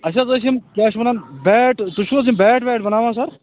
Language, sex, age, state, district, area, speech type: Kashmiri, male, 30-45, Jammu and Kashmir, Bandipora, rural, conversation